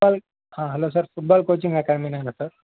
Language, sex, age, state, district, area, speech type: Telugu, male, 18-30, Telangana, Yadadri Bhuvanagiri, urban, conversation